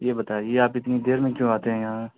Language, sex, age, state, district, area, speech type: Urdu, male, 30-45, Bihar, Khagaria, rural, conversation